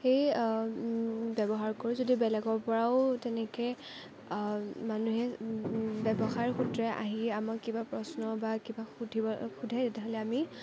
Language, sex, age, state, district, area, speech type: Assamese, female, 18-30, Assam, Kamrup Metropolitan, rural, spontaneous